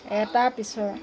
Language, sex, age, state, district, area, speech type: Assamese, female, 45-60, Assam, Lakhimpur, rural, read